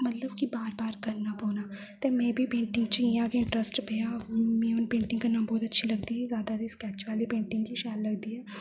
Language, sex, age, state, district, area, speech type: Dogri, female, 18-30, Jammu and Kashmir, Jammu, rural, spontaneous